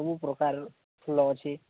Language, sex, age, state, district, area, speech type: Odia, male, 18-30, Odisha, Kalahandi, rural, conversation